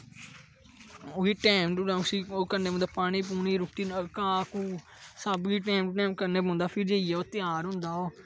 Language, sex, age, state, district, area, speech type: Dogri, male, 18-30, Jammu and Kashmir, Kathua, rural, spontaneous